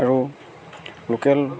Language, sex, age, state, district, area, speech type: Assamese, male, 45-60, Assam, Charaideo, urban, spontaneous